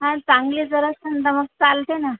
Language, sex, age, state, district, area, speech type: Marathi, female, 45-60, Maharashtra, Akola, rural, conversation